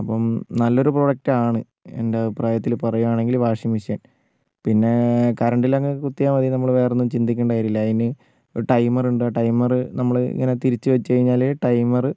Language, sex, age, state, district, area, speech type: Malayalam, male, 60+, Kerala, Wayanad, rural, spontaneous